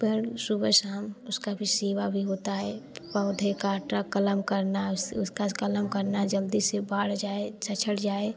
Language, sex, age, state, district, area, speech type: Hindi, female, 18-30, Uttar Pradesh, Prayagraj, rural, spontaneous